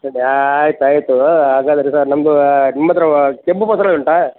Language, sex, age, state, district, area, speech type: Kannada, male, 60+, Karnataka, Dakshina Kannada, rural, conversation